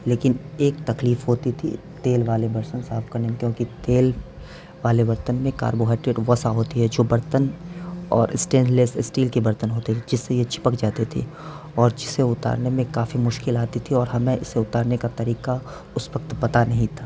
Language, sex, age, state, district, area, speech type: Urdu, male, 18-30, Bihar, Saharsa, rural, spontaneous